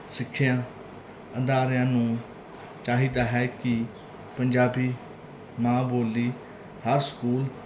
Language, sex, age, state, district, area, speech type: Punjabi, male, 30-45, Punjab, Mansa, urban, spontaneous